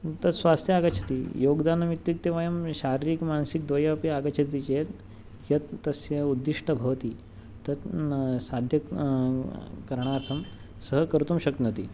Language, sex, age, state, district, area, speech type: Sanskrit, male, 18-30, Maharashtra, Nagpur, urban, spontaneous